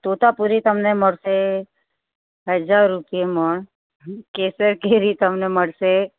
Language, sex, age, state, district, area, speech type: Gujarati, female, 30-45, Gujarat, Surat, urban, conversation